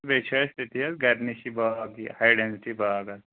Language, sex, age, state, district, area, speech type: Kashmiri, male, 18-30, Jammu and Kashmir, Anantnag, rural, conversation